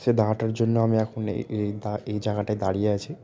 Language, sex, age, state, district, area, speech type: Bengali, male, 18-30, West Bengal, Malda, rural, spontaneous